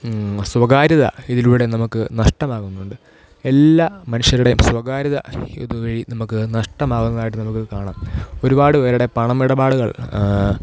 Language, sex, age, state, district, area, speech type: Malayalam, male, 18-30, Kerala, Thiruvananthapuram, rural, spontaneous